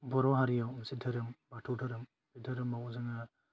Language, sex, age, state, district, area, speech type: Bodo, male, 18-30, Assam, Udalguri, rural, spontaneous